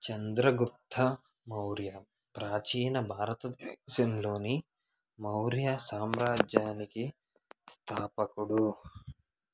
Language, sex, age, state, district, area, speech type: Telugu, male, 18-30, Andhra Pradesh, Srikakulam, rural, read